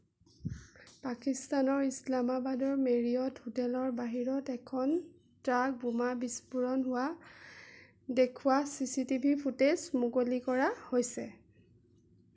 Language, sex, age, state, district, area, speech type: Assamese, female, 18-30, Assam, Sonitpur, urban, read